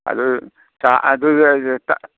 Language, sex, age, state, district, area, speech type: Manipuri, male, 30-45, Manipur, Kakching, rural, conversation